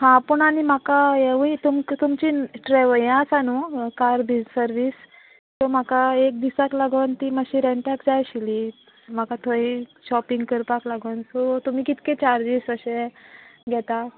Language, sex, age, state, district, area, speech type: Goan Konkani, female, 18-30, Goa, Murmgao, rural, conversation